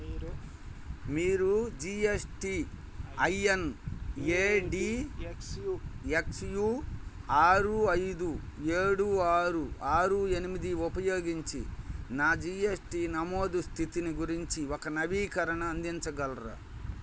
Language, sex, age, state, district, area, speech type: Telugu, male, 60+, Andhra Pradesh, Bapatla, urban, read